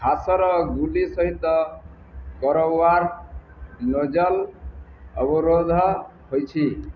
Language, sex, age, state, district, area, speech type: Odia, male, 60+, Odisha, Balangir, urban, read